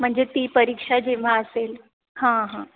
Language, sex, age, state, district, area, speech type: Marathi, female, 30-45, Maharashtra, Buldhana, urban, conversation